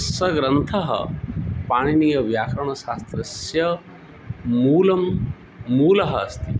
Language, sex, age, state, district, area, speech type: Sanskrit, male, 45-60, Odisha, Cuttack, rural, spontaneous